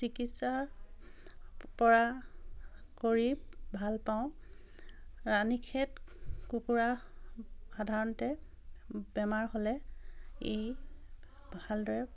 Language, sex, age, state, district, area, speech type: Assamese, female, 45-60, Assam, Dibrugarh, rural, spontaneous